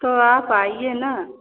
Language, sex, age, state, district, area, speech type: Hindi, female, 45-60, Uttar Pradesh, Ayodhya, rural, conversation